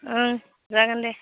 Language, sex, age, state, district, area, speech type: Bodo, female, 30-45, Assam, Udalguri, urban, conversation